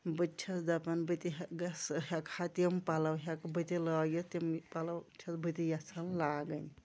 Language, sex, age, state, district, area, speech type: Kashmiri, female, 30-45, Jammu and Kashmir, Kulgam, rural, spontaneous